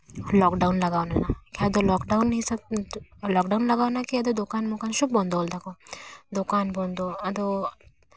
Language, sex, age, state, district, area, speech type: Santali, female, 18-30, West Bengal, Paschim Bardhaman, rural, spontaneous